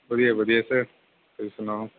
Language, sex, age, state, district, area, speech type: Punjabi, male, 30-45, Punjab, Kapurthala, urban, conversation